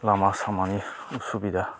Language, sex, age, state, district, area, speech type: Bodo, male, 45-60, Assam, Baksa, rural, spontaneous